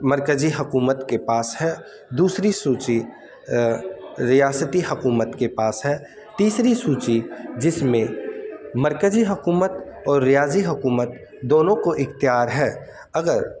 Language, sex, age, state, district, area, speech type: Urdu, male, 30-45, Delhi, North East Delhi, urban, spontaneous